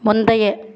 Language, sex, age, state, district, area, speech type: Tamil, female, 30-45, Tamil Nadu, Tirupattur, rural, read